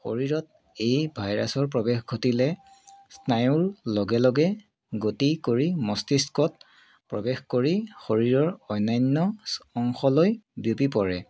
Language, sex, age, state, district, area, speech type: Assamese, male, 30-45, Assam, Biswanath, rural, spontaneous